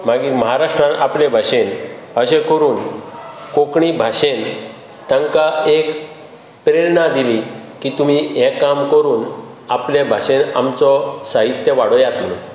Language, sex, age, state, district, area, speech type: Goan Konkani, male, 60+, Goa, Bardez, rural, spontaneous